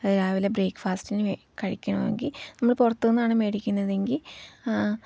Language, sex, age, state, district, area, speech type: Malayalam, female, 18-30, Kerala, Palakkad, rural, spontaneous